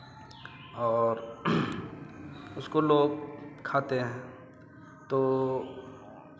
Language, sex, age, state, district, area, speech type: Hindi, male, 30-45, Bihar, Madhepura, rural, spontaneous